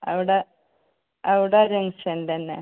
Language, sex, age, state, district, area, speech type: Malayalam, female, 30-45, Kerala, Malappuram, rural, conversation